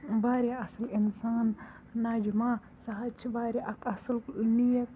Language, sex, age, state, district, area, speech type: Kashmiri, female, 18-30, Jammu and Kashmir, Kulgam, rural, spontaneous